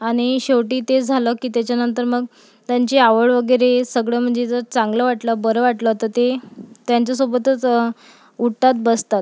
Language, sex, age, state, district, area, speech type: Marathi, female, 30-45, Maharashtra, Amravati, urban, spontaneous